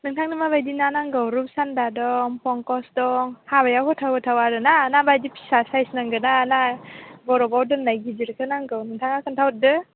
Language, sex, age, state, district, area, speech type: Bodo, female, 18-30, Assam, Baksa, rural, conversation